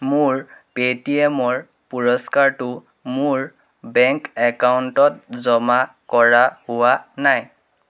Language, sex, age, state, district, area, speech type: Assamese, male, 18-30, Assam, Dhemaji, rural, read